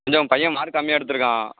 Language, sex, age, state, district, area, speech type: Tamil, male, 18-30, Tamil Nadu, Thoothukudi, rural, conversation